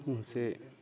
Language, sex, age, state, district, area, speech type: Odia, male, 30-45, Odisha, Nabarangpur, urban, spontaneous